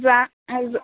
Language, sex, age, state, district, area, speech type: Assamese, female, 18-30, Assam, Lakhimpur, rural, conversation